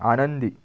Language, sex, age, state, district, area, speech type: Marathi, male, 30-45, Maharashtra, Washim, rural, read